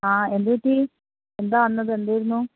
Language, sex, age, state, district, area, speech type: Malayalam, female, 60+, Kerala, Wayanad, rural, conversation